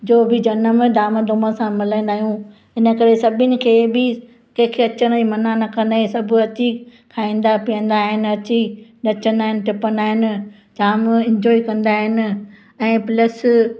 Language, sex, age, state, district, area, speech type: Sindhi, female, 60+, Gujarat, Kutch, rural, spontaneous